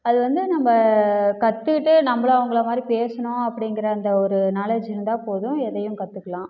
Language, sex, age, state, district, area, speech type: Tamil, female, 30-45, Tamil Nadu, Namakkal, rural, spontaneous